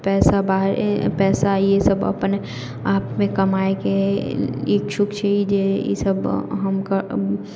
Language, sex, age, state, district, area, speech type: Maithili, female, 18-30, Bihar, Sitamarhi, rural, spontaneous